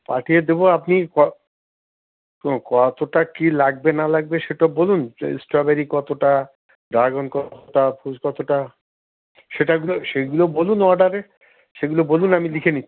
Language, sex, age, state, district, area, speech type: Bengali, male, 60+, West Bengal, Howrah, urban, conversation